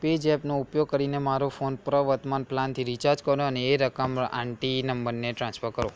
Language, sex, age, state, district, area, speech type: Gujarati, male, 18-30, Gujarat, Aravalli, urban, read